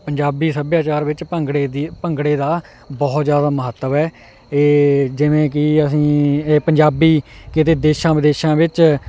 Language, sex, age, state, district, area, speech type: Punjabi, male, 18-30, Punjab, Hoshiarpur, rural, spontaneous